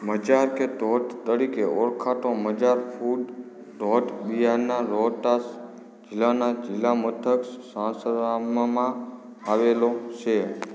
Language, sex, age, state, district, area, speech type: Gujarati, male, 18-30, Gujarat, Morbi, rural, read